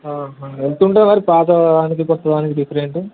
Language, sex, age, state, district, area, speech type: Telugu, male, 18-30, Telangana, Mahabubabad, urban, conversation